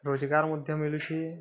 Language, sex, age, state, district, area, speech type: Odia, male, 18-30, Odisha, Balangir, urban, spontaneous